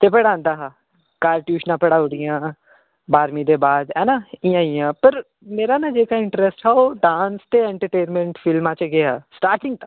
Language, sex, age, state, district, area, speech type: Dogri, male, 18-30, Jammu and Kashmir, Udhampur, urban, conversation